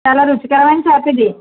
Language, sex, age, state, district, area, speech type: Telugu, female, 30-45, Andhra Pradesh, Konaseema, rural, conversation